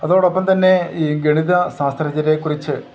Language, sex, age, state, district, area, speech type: Malayalam, male, 45-60, Kerala, Idukki, rural, spontaneous